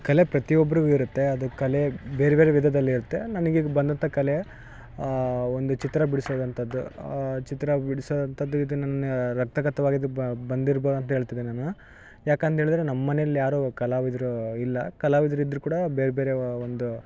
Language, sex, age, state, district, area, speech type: Kannada, male, 18-30, Karnataka, Vijayanagara, rural, spontaneous